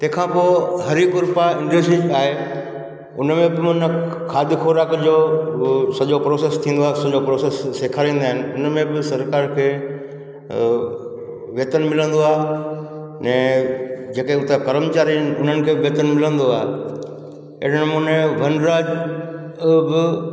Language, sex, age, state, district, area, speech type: Sindhi, male, 45-60, Gujarat, Junagadh, urban, spontaneous